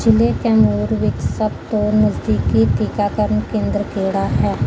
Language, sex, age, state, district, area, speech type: Punjabi, female, 30-45, Punjab, Gurdaspur, urban, read